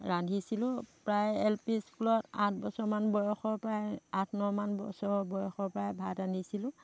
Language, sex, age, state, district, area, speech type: Assamese, female, 45-60, Assam, Dhemaji, rural, spontaneous